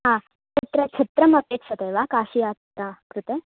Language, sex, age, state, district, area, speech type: Sanskrit, female, 18-30, Karnataka, Hassan, rural, conversation